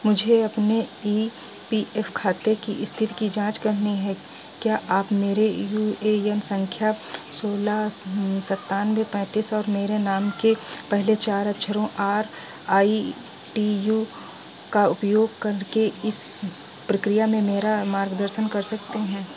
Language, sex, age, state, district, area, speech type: Hindi, female, 45-60, Uttar Pradesh, Sitapur, rural, read